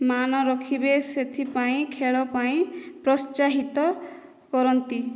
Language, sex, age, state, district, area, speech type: Odia, female, 18-30, Odisha, Boudh, rural, spontaneous